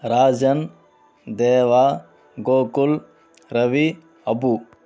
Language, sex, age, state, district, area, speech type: Telugu, male, 30-45, Andhra Pradesh, Sri Balaji, urban, spontaneous